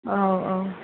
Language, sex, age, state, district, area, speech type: Bodo, female, 30-45, Assam, Kokrajhar, rural, conversation